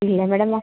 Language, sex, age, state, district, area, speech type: Kannada, female, 30-45, Karnataka, Uttara Kannada, rural, conversation